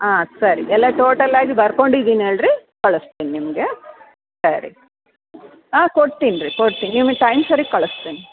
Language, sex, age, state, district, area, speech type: Kannada, female, 45-60, Karnataka, Bellary, urban, conversation